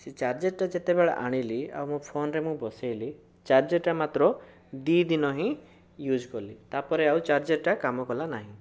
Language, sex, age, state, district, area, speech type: Odia, male, 18-30, Odisha, Bhadrak, rural, spontaneous